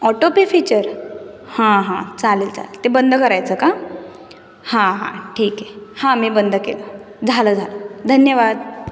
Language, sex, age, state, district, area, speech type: Marathi, female, 18-30, Maharashtra, Mumbai City, urban, spontaneous